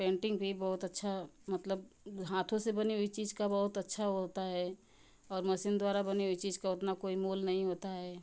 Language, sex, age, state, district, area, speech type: Hindi, female, 30-45, Uttar Pradesh, Ghazipur, rural, spontaneous